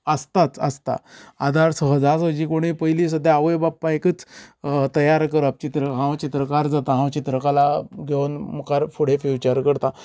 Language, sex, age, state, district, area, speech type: Goan Konkani, male, 30-45, Goa, Canacona, rural, spontaneous